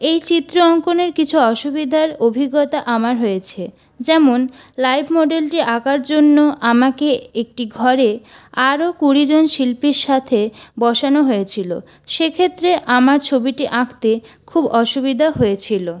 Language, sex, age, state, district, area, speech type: Bengali, female, 18-30, West Bengal, Purulia, urban, spontaneous